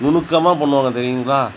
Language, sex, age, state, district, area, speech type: Tamil, male, 45-60, Tamil Nadu, Cuddalore, rural, spontaneous